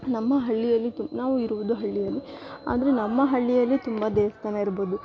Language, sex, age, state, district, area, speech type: Kannada, female, 18-30, Karnataka, Chikkamagaluru, rural, spontaneous